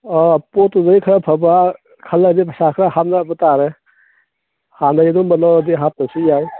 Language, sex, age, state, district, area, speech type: Manipuri, male, 60+, Manipur, Imphal East, urban, conversation